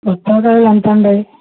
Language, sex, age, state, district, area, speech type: Telugu, male, 60+, Andhra Pradesh, Konaseema, rural, conversation